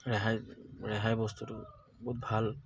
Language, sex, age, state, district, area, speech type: Assamese, male, 30-45, Assam, Dibrugarh, urban, spontaneous